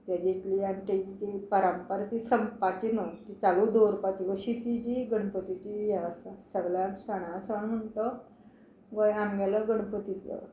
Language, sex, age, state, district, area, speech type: Goan Konkani, female, 60+, Goa, Quepem, rural, spontaneous